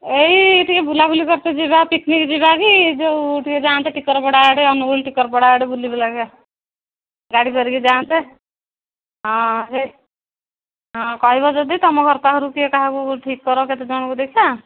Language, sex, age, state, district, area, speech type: Odia, female, 45-60, Odisha, Angul, rural, conversation